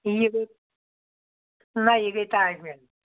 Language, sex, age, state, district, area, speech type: Kashmiri, female, 60+, Jammu and Kashmir, Anantnag, rural, conversation